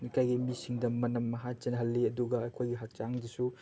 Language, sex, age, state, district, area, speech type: Manipuri, male, 18-30, Manipur, Chandel, rural, spontaneous